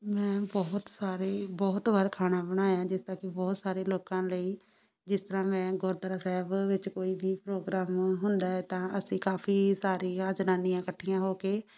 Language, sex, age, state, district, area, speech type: Punjabi, female, 60+, Punjab, Shaheed Bhagat Singh Nagar, rural, spontaneous